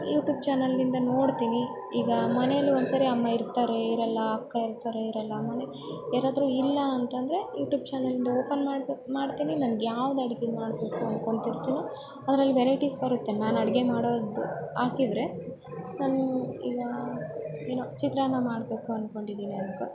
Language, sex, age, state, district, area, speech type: Kannada, female, 18-30, Karnataka, Bellary, rural, spontaneous